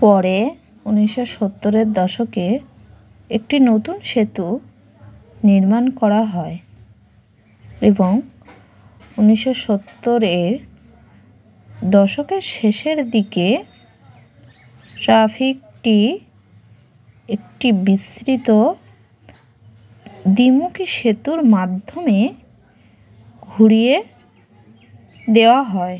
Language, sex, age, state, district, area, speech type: Bengali, female, 18-30, West Bengal, Howrah, urban, read